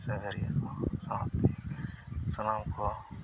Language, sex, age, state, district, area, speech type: Santali, male, 30-45, Jharkhand, East Singhbhum, rural, spontaneous